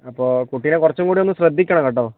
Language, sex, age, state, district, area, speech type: Malayalam, male, 30-45, Kerala, Kozhikode, urban, conversation